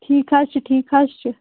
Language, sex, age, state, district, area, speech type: Kashmiri, female, 18-30, Jammu and Kashmir, Pulwama, rural, conversation